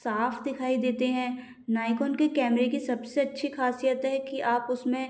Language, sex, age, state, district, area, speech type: Hindi, female, 18-30, Madhya Pradesh, Gwalior, rural, spontaneous